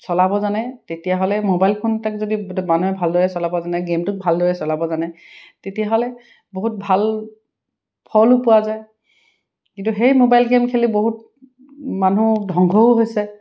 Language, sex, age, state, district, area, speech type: Assamese, female, 30-45, Assam, Dibrugarh, urban, spontaneous